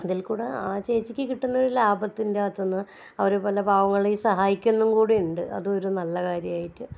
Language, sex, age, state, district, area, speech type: Malayalam, female, 30-45, Kerala, Kannur, rural, spontaneous